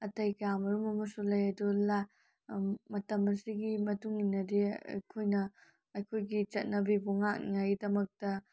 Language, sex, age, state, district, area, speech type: Manipuri, female, 18-30, Manipur, Senapati, rural, spontaneous